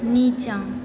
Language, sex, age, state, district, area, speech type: Maithili, female, 45-60, Bihar, Supaul, rural, read